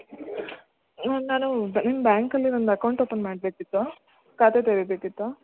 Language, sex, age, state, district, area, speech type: Kannada, female, 18-30, Karnataka, Shimoga, rural, conversation